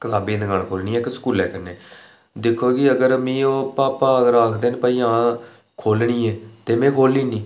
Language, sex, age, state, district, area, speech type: Dogri, male, 18-30, Jammu and Kashmir, Reasi, rural, spontaneous